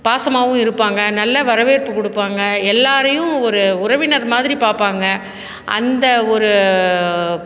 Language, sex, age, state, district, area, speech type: Tamil, female, 45-60, Tamil Nadu, Salem, urban, spontaneous